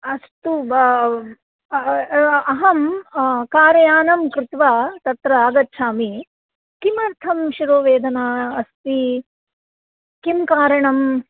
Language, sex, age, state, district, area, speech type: Sanskrit, female, 45-60, Andhra Pradesh, Nellore, urban, conversation